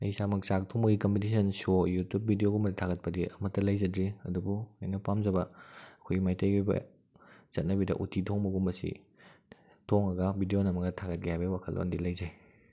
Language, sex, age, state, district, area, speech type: Manipuri, male, 18-30, Manipur, Kakching, rural, spontaneous